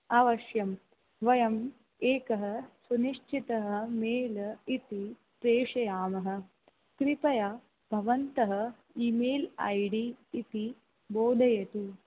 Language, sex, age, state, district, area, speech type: Sanskrit, female, 18-30, Rajasthan, Jaipur, urban, conversation